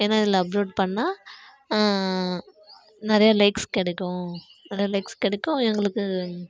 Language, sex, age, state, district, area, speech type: Tamil, female, 18-30, Tamil Nadu, Kallakurichi, rural, spontaneous